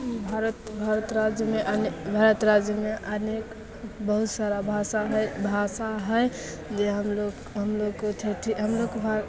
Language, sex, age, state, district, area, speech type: Maithili, female, 18-30, Bihar, Begusarai, rural, spontaneous